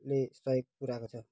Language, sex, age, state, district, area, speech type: Nepali, male, 30-45, West Bengal, Kalimpong, rural, spontaneous